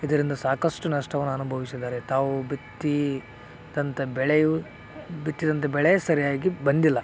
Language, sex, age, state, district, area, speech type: Kannada, male, 18-30, Karnataka, Koppal, rural, spontaneous